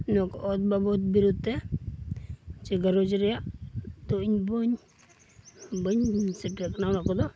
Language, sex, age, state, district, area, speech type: Santali, male, 18-30, Jharkhand, Seraikela Kharsawan, rural, spontaneous